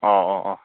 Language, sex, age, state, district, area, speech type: Manipuri, male, 18-30, Manipur, Senapati, rural, conversation